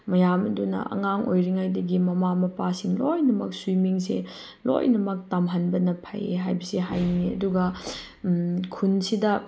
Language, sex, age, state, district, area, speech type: Manipuri, female, 30-45, Manipur, Chandel, rural, spontaneous